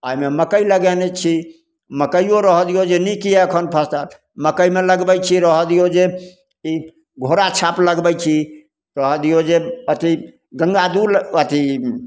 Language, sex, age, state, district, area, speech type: Maithili, male, 60+, Bihar, Samastipur, rural, spontaneous